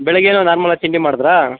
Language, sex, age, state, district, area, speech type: Kannada, male, 18-30, Karnataka, Kodagu, rural, conversation